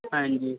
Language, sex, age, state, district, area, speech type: Punjabi, male, 18-30, Punjab, Muktsar, urban, conversation